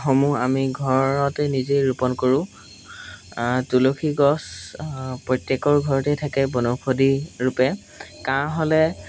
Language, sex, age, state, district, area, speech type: Assamese, male, 18-30, Assam, Golaghat, rural, spontaneous